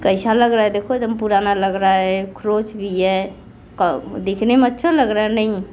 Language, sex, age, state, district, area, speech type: Hindi, female, 45-60, Uttar Pradesh, Mirzapur, urban, spontaneous